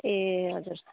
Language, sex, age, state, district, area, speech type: Nepali, female, 45-60, West Bengal, Jalpaiguri, urban, conversation